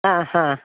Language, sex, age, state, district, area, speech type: Malayalam, female, 30-45, Kerala, Alappuzha, rural, conversation